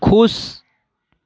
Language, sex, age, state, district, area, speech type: Maithili, male, 18-30, Bihar, Darbhanga, rural, read